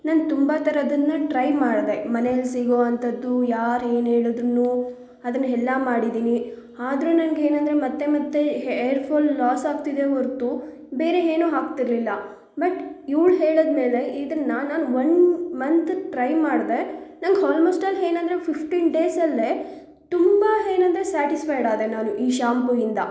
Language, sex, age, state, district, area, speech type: Kannada, female, 18-30, Karnataka, Chikkaballapur, urban, spontaneous